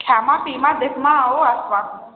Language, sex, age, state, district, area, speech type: Odia, female, 30-45, Odisha, Balangir, urban, conversation